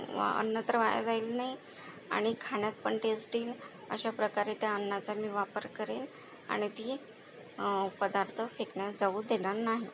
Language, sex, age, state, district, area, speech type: Marathi, female, 18-30, Maharashtra, Akola, rural, spontaneous